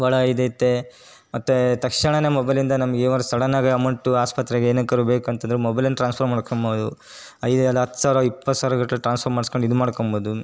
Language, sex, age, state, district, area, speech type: Kannada, male, 30-45, Karnataka, Chitradurga, rural, spontaneous